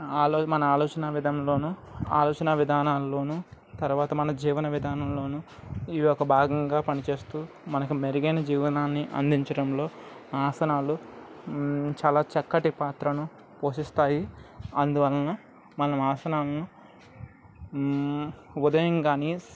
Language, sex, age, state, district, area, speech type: Telugu, male, 30-45, Andhra Pradesh, Anakapalli, rural, spontaneous